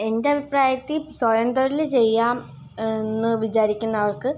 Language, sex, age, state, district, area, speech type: Malayalam, female, 18-30, Kerala, Kottayam, rural, spontaneous